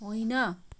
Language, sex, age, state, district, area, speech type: Nepali, female, 30-45, West Bengal, Kalimpong, rural, read